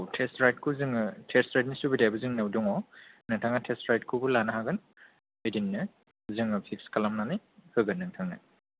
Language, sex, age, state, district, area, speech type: Bodo, male, 18-30, Assam, Kokrajhar, rural, conversation